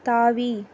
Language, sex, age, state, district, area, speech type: Tamil, female, 18-30, Tamil Nadu, Salem, rural, read